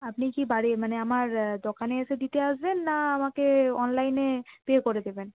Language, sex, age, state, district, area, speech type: Bengali, female, 30-45, West Bengal, Purba Medinipur, rural, conversation